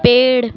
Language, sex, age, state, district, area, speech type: Hindi, female, 45-60, Uttar Pradesh, Sonbhadra, rural, read